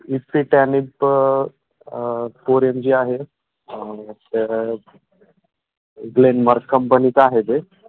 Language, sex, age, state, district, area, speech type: Marathi, male, 30-45, Maharashtra, Osmanabad, rural, conversation